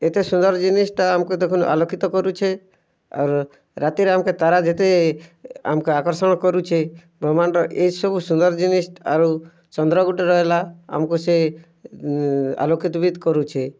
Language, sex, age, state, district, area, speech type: Odia, male, 30-45, Odisha, Kalahandi, rural, spontaneous